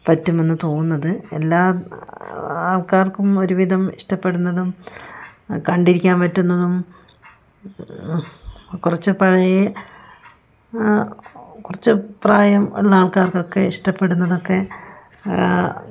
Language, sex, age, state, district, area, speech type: Malayalam, female, 45-60, Kerala, Wayanad, rural, spontaneous